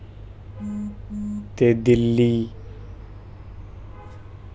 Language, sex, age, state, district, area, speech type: Dogri, male, 30-45, Jammu and Kashmir, Udhampur, rural, spontaneous